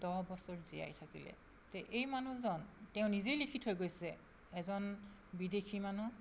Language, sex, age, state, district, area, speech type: Assamese, female, 60+, Assam, Charaideo, urban, spontaneous